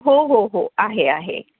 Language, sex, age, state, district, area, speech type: Marathi, female, 30-45, Maharashtra, Yavatmal, urban, conversation